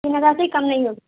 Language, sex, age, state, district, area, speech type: Urdu, female, 30-45, Bihar, Darbhanga, rural, conversation